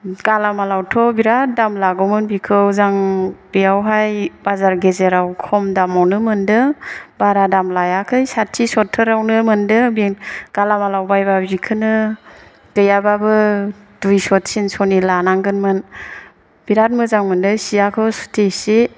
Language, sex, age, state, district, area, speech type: Bodo, female, 30-45, Assam, Chirang, urban, spontaneous